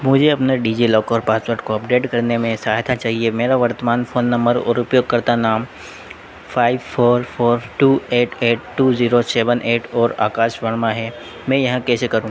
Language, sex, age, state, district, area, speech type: Hindi, male, 30-45, Madhya Pradesh, Harda, urban, read